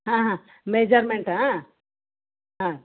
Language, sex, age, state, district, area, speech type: Kannada, female, 30-45, Karnataka, Gulbarga, urban, conversation